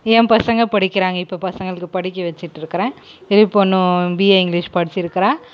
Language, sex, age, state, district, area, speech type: Tamil, female, 45-60, Tamil Nadu, Krishnagiri, rural, spontaneous